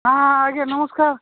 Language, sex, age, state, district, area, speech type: Odia, male, 45-60, Odisha, Nabarangpur, rural, conversation